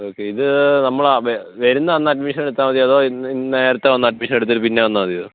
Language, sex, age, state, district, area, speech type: Malayalam, male, 30-45, Kerala, Pathanamthitta, rural, conversation